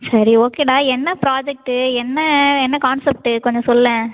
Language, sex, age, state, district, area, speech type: Tamil, female, 18-30, Tamil Nadu, Cuddalore, rural, conversation